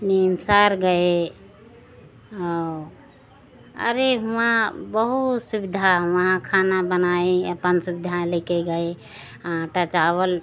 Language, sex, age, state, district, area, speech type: Hindi, female, 60+, Uttar Pradesh, Lucknow, rural, spontaneous